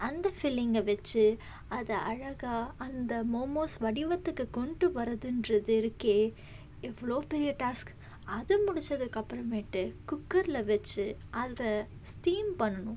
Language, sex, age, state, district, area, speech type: Tamil, female, 18-30, Tamil Nadu, Salem, urban, spontaneous